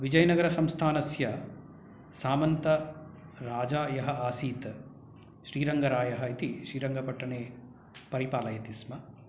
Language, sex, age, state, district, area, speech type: Sanskrit, male, 45-60, Karnataka, Bangalore Urban, urban, spontaneous